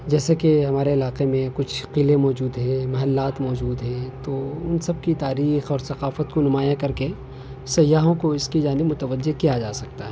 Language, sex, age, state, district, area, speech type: Urdu, male, 18-30, Delhi, North West Delhi, urban, spontaneous